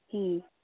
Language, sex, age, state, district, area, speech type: Bengali, female, 30-45, West Bengal, Nadia, rural, conversation